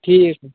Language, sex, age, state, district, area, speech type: Kashmiri, male, 18-30, Jammu and Kashmir, Kulgam, urban, conversation